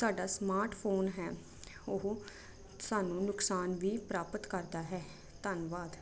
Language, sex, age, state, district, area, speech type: Punjabi, female, 18-30, Punjab, Jalandhar, urban, spontaneous